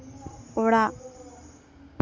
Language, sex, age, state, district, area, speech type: Santali, female, 18-30, Jharkhand, Seraikela Kharsawan, rural, read